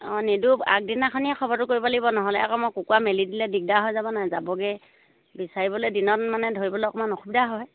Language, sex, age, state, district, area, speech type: Assamese, female, 45-60, Assam, Sivasagar, rural, conversation